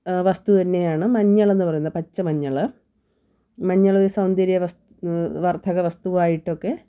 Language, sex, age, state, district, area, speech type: Malayalam, female, 30-45, Kerala, Thiruvananthapuram, rural, spontaneous